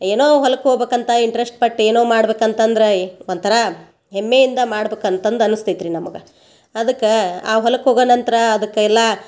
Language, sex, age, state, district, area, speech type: Kannada, female, 45-60, Karnataka, Gadag, rural, spontaneous